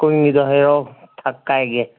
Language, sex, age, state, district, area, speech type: Manipuri, male, 60+, Manipur, Kangpokpi, urban, conversation